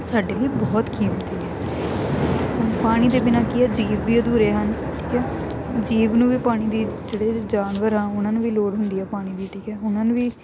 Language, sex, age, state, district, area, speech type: Punjabi, female, 18-30, Punjab, Hoshiarpur, urban, spontaneous